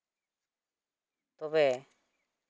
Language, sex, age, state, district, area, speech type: Santali, male, 18-30, West Bengal, Purulia, rural, spontaneous